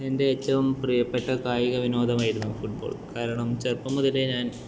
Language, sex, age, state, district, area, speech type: Malayalam, male, 18-30, Kerala, Kozhikode, urban, spontaneous